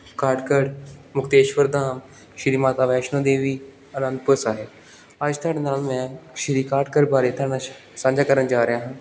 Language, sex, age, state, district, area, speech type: Punjabi, male, 18-30, Punjab, Gurdaspur, urban, spontaneous